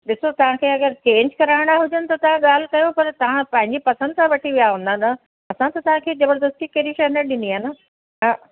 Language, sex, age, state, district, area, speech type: Sindhi, female, 60+, Delhi, South Delhi, urban, conversation